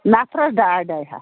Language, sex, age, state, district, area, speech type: Kashmiri, female, 30-45, Jammu and Kashmir, Bandipora, rural, conversation